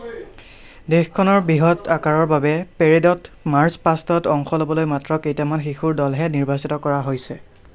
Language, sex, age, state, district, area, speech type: Assamese, male, 18-30, Assam, Kamrup Metropolitan, rural, read